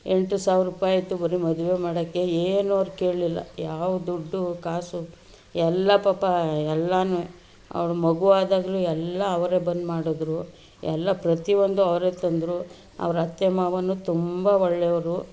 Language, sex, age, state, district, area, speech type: Kannada, female, 60+, Karnataka, Mandya, urban, spontaneous